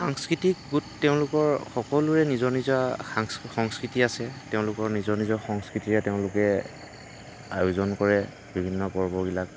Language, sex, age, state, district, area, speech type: Assamese, male, 45-60, Assam, Kamrup Metropolitan, urban, spontaneous